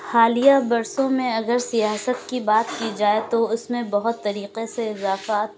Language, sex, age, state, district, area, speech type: Urdu, female, 18-30, Uttar Pradesh, Lucknow, urban, spontaneous